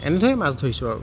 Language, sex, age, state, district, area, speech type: Assamese, male, 45-60, Assam, Lakhimpur, rural, spontaneous